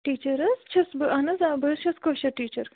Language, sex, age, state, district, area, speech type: Kashmiri, female, 30-45, Jammu and Kashmir, Bandipora, rural, conversation